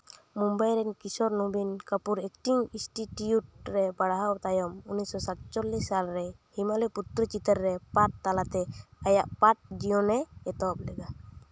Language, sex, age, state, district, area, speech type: Santali, female, 18-30, West Bengal, Purulia, rural, read